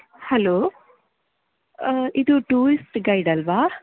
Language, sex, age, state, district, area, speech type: Kannada, female, 18-30, Karnataka, Shimoga, rural, conversation